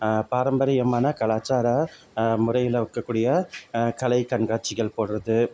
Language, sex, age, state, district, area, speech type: Tamil, male, 30-45, Tamil Nadu, Salem, urban, spontaneous